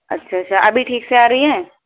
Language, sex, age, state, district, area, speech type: Urdu, female, 18-30, Uttar Pradesh, Balrampur, rural, conversation